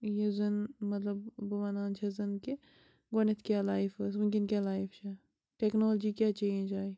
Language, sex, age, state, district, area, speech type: Kashmiri, female, 30-45, Jammu and Kashmir, Bandipora, rural, spontaneous